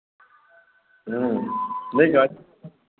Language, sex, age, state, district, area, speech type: Hindi, male, 45-60, Uttar Pradesh, Varanasi, rural, conversation